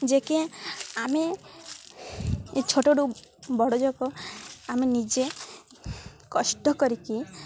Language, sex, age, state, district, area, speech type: Odia, female, 18-30, Odisha, Malkangiri, urban, spontaneous